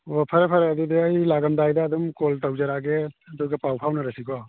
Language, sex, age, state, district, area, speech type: Manipuri, male, 18-30, Manipur, Churachandpur, rural, conversation